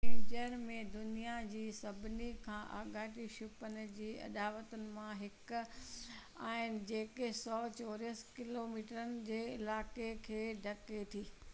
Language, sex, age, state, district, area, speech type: Sindhi, female, 60+, Gujarat, Surat, urban, read